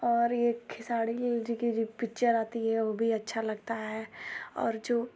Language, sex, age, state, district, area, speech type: Hindi, female, 18-30, Uttar Pradesh, Ghazipur, urban, spontaneous